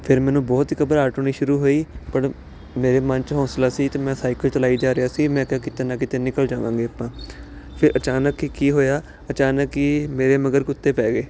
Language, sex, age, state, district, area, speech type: Punjabi, male, 30-45, Punjab, Jalandhar, urban, spontaneous